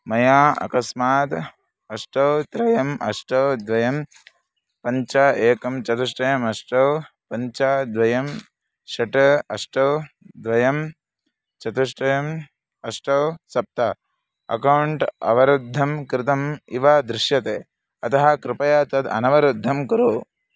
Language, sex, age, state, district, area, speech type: Sanskrit, male, 18-30, Karnataka, Chikkamagaluru, urban, read